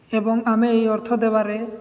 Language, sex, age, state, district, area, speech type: Odia, male, 18-30, Odisha, Nabarangpur, urban, spontaneous